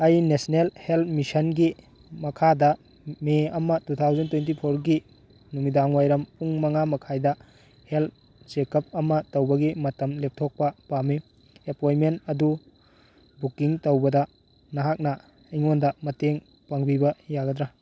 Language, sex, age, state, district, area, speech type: Manipuri, male, 18-30, Manipur, Churachandpur, rural, read